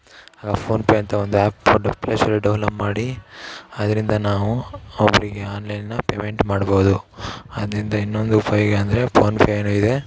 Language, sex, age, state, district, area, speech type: Kannada, male, 18-30, Karnataka, Mysore, urban, spontaneous